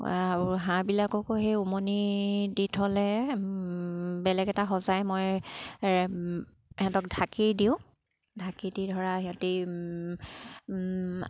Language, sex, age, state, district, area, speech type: Assamese, female, 30-45, Assam, Sivasagar, rural, spontaneous